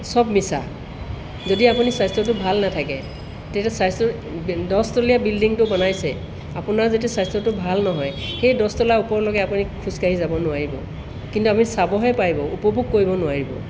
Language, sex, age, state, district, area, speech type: Assamese, female, 60+, Assam, Tinsukia, rural, spontaneous